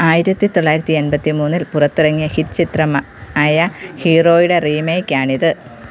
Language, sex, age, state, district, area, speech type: Malayalam, female, 30-45, Kerala, Pathanamthitta, rural, read